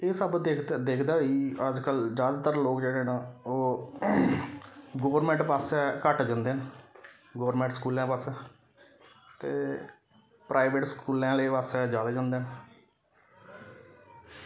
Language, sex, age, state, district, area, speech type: Dogri, male, 30-45, Jammu and Kashmir, Samba, rural, spontaneous